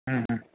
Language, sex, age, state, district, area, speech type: Gujarati, male, 30-45, Gujarat, Ahmedabad, urban, conversation